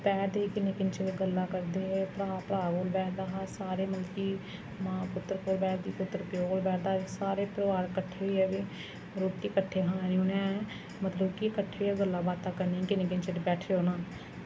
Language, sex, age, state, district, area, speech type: Dogri, female, 30-45, Jammu and Kashmir, Samba, rural, spontaneous